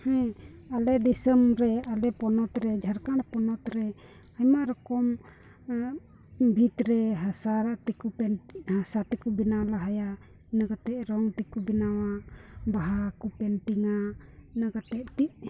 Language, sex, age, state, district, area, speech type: Santali, female, 30-45, Jharkhand, Pakur, rural, spontaneous